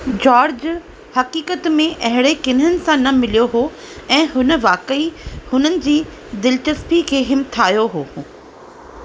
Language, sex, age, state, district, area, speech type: Sindhi, female, 45-60, Rajasthan, Ajmer, rural, read